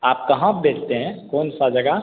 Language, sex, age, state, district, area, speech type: Hindi, male, 18-30, Bihar, Begusarai, rural, conversation